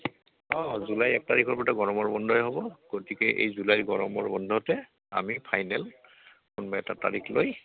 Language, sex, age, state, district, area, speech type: Assamese, male, 60+, Assam, Goalpara, rural, conversation